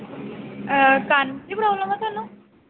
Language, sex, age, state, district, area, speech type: Punjabi, female, 18-30, Punjab, Shaheed Bhagat Singh Nagar, urban, conversation